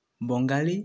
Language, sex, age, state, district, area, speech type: Odia, male, 18-30, Odisha, Kandhamal, rural, spontaneous